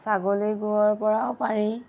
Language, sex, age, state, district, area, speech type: Assamese, female, 30-45, Assam, Golaghat, urban, spontaneous